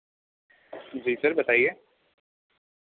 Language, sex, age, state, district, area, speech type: Hindi, male, 18-30, Madhya Pradesh, Seoni, urban, conversation